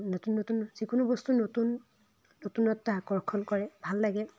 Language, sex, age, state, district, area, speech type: Assamese, female, 18-30, Assam, Dibrugarh, rural, spontaneous